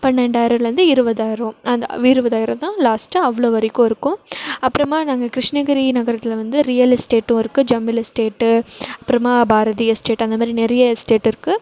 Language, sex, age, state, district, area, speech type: Tamil, female, 18-30, Tamil Nadu, Krishnagiri, rural, spontaneous